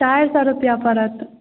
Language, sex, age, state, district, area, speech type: Maithili, female, 18-30, Bihar, Begusarai, rural, conversation